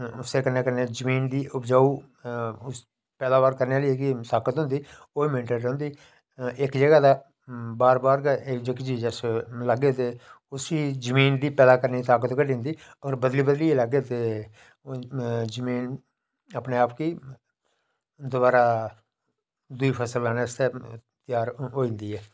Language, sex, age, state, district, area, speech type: Dogri, male, 45-60, Jammu and Kashmir, Udhampur, rural, spontaneous